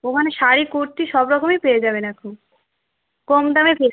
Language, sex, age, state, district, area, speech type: Bengali, female, 18-30, West Bengal, Uttar Dinajpur, urban, conversation